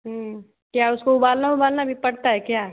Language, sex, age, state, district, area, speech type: Hindi, female, 30-45, Uttar Pradesh, Ghazipur, rural, conversation